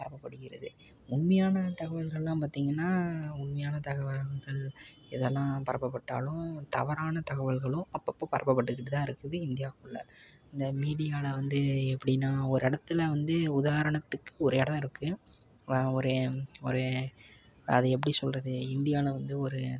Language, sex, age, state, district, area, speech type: Tamil, male, 18-30, Tamil Nadu, Tiruppur, rural, spontaneous